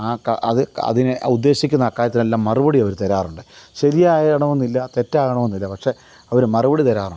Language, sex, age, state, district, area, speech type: Malayalam, male, 45-60, Kerala, Kottayam, urban, spontaneous